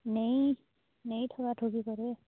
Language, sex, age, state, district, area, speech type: Odia, female, 18-30, Odisha, Kalahandi, rural, conversation